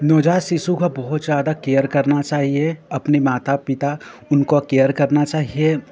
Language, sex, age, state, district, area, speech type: Hindi, male, 18-30, Uttar Pradesh, Ghazipur, rural, spontaneous